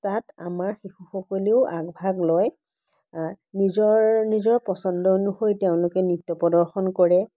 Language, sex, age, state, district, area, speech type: Assamese, female, 30-45, Assam, Biswanath, rural, spontaneous